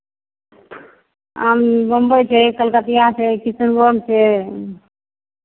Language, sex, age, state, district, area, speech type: Maithili, female, 18-30, Bihar, Madhepura, rural, conversation